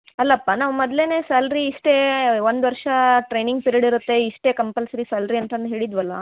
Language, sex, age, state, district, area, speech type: Kannada, female, 18-30, Karnataka, Dharwad, urban, conversation